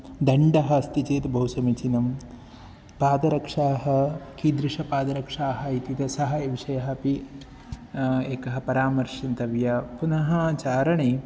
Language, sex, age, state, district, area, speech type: Sanskrit, male, 30-45, Kerala, Ernakulam, rural, spontaneous